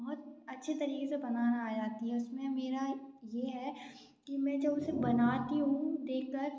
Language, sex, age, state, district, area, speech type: Hindi, female, 18-30, Madhya Pradesh, Gwalior, rural, spontaneous